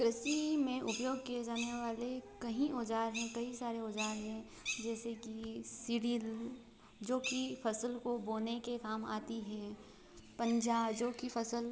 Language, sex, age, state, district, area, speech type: Hindi, female, 18-30, Madhya Pradesh, Ujjain, urban, spontaneous